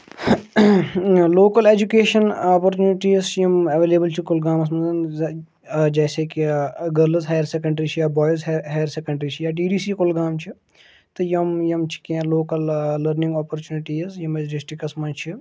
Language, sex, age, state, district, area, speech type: Kashmiri, male, 30-45, Jammu and Kashmir, Kulgam, rural, spontaneous